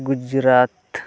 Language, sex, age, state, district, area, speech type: Santali, male, 18-30, Jharkhand, Pakur, rural, spontaneous